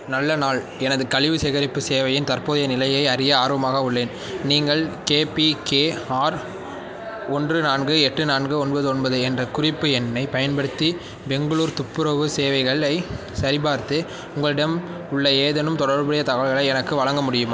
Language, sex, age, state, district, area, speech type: Tamil, male, 18-30, Tamil Nadu, Perambalur, rural, read